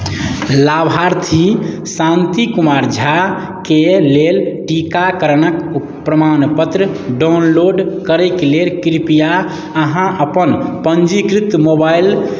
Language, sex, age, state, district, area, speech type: Maithili, male, 30-45, Bihar, Madhubani, rural, read